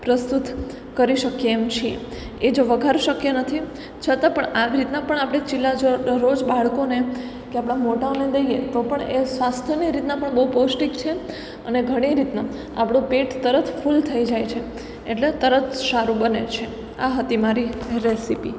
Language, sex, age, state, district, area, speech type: Gujarati, female, 18-30, Gujarat, Surat, urban, spontaneous